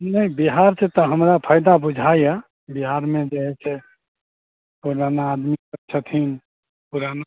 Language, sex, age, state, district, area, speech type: Maithili, male, 45-60, Bihar, Samastipur, rural, conversation